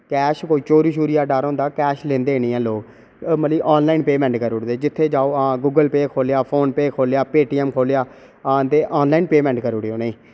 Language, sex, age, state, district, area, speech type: Dogri, male, 18-30, Jammu and Kashmir, Reasi, rural, spontaneous